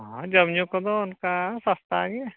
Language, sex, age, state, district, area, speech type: Santali, male, 45-60, Odisha, Mayurbhanj, rural, conversation